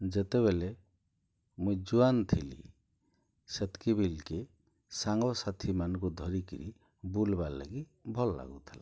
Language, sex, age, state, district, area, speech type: Odia, male, 60+, Odisha, Boudh, rural, spontaneous